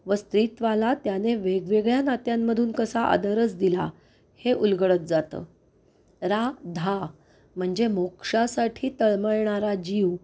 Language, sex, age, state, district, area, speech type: Marathi, female, 45-60, Maharashtra, Pune, urban, spontaneous